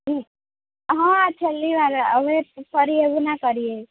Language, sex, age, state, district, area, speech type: Gujarati, female, 18-30, Gujarat, Valsad, rural, conversation